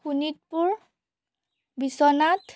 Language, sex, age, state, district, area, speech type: Assamese, female, 18-30, Assam, Biswanath, rural, spontaneous